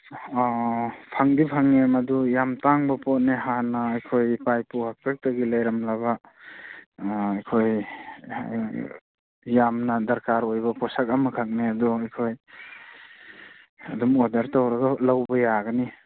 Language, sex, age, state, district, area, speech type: Manipuri, male, 30-45, Manipur, Churachandpur, rural, conversation